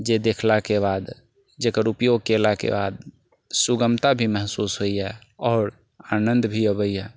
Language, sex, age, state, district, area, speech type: Maithili, male, 45-60, Bihar, Sitamarhi, urban, spontaneous